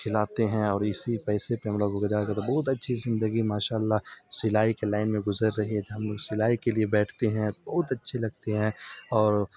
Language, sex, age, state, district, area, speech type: Urdu, male, 30-45, Bihar, Supaul, rural, spontaneous